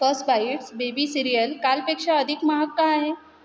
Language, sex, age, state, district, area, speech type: Marathi, female, 30-45, Maharashtra, Mumbai Suburban, urban, read